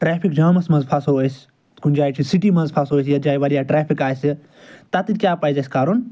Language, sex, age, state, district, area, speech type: Kashmiri, male, 45-60, Jammu and Kashmir, Srinagar, urban, spontaneous